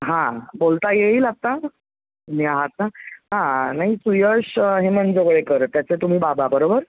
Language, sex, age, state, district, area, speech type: Marathi, female, 30-45, Maharashtra, Mumbai Suburban, urban, conversation